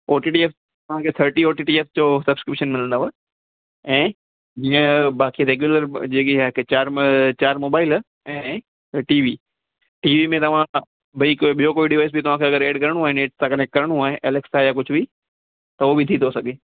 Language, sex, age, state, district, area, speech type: Sindhi, male, 30-45, Gujarat, Kutch, urban, conversation